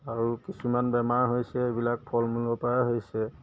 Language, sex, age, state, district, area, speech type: Assamese, male, 30-45, Assam, Majuli, urban, spontaneous